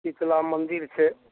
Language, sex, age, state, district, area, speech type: Maithili, male, 45-60, Bihar, Araria, rural, conversation